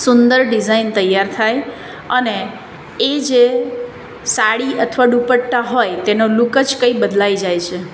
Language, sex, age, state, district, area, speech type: Gujarati, female, 30-45, Gujarat, Surat, urban, spontaneous